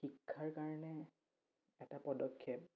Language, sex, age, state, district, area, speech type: Assamese, male, 18-30, Assam, Udalguri, rural, spontaneous